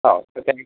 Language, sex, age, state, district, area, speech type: Marathi, male, 60+, Maharashtra, Yavatmal, urban, conversation